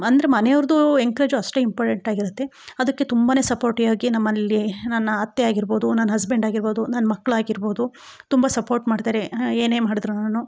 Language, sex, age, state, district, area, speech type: Kannada, female, 45-60, Karnataka, Chikkamagaluru, rural, spontaneous